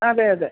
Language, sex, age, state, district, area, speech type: Malayalam, female, 45-60, Kerala, Pathanamthitta, rural, conversation